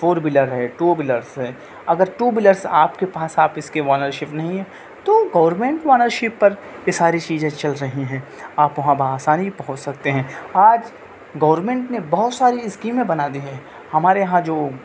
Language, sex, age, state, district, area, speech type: Urdu, male, 18-30, Delhi, North West Delhi, urban, spontaneous